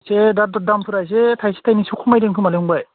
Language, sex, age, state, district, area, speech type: Bodo, male, 18-30, Assam, Udalguri, rural, conversation